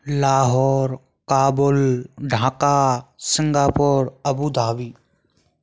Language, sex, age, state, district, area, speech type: Hindi, male, 18-30, Rajasthan, Bharatpur, rural, spontaneous